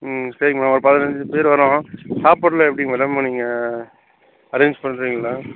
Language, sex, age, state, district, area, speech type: Tamil, male, 60+, Tamil Nadu, Mayiladuthurai, rural, conversation